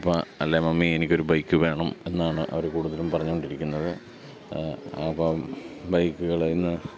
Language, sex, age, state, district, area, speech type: Malayalam, male, 30-45, Kerala, Pathanamthitta, urban, spontaneous